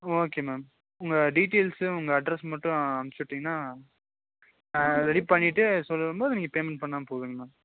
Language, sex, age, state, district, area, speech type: Tamil, male, 30-45, Tamil Nadu, Nilgiris, urban, conversation